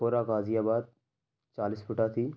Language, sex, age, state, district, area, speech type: Urdu, male, 18-30, Uttar Pradesh, Ghaziabad, urban, spontaneous